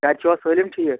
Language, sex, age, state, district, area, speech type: Kashmiri, male, 45-60, Jammu and Kashmir, Budgam, urban, conversation